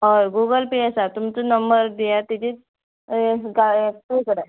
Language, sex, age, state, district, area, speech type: Goan Konkani, female, 18-30, Goa, Canacona, rural, conversation